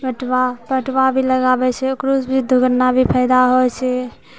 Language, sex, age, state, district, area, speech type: Maithili, female, 30-45, Bihar, Purnia, rural, spontaneous